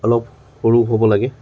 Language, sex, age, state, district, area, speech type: Assamese, male, 60+, Assam, Tinsukia, rural, spontaneous